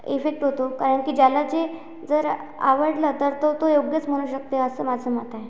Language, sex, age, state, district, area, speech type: Marathi, female, 18-30, Maharashtra, Amravati, rural, spontaneous